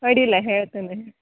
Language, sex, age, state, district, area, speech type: Kannada, female, 18-30, Karnataka, Uttara Kannada, rural, conversation